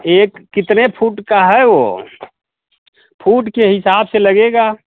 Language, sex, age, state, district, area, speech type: Hindi, male, 45-60, Uttar Pradesh, Mau, urban, conversation